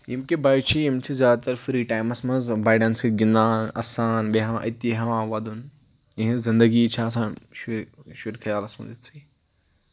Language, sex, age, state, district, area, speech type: Kashmiri, male, 18-30, Jammu and Kashmir, Budgam, rural, spontaneous